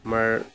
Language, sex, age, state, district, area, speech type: Assamese, male, 18-30, Assam, Morigaon, rural, spontaneous